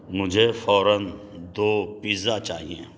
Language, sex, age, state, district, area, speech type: Urdu, male, 45-60, Delhi, Central Delhi, urban, read